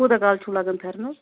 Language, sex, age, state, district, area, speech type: Kashmiri, female, 30-45, Jammu and Kashmir, Anantnag, rural, conversation